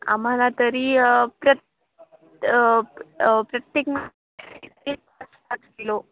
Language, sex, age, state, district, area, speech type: Marathi, female, 18-30, Maharashtra, Nashik, urban, conversation